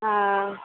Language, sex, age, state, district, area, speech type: Maithili, female, 45-60, Bihar, Araria, rural, conversation